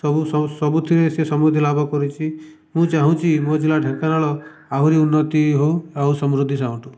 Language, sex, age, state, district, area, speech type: Odia, male, 45-60, Odisha, Dhenkanal, rural, spontaneous